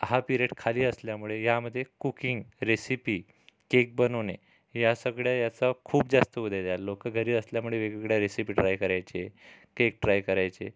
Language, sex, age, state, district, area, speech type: Marathi, male, 45-60, Maharashtra, Amravati, urban, spontaneous